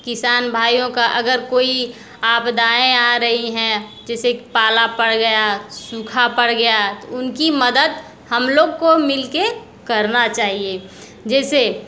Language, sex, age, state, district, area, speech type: Hindi, female, 30-45, Uttar Pradesh, Mirzapur, rural, spontaneous